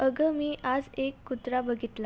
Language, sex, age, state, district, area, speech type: Marathi, female, 18-30, Maharashtra, Washim, rural, read